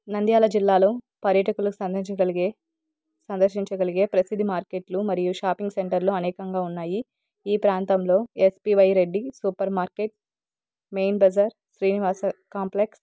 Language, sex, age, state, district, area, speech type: Telugu, female, 30-45, Andhra Pradesh, Nandyal, urban, spontaneous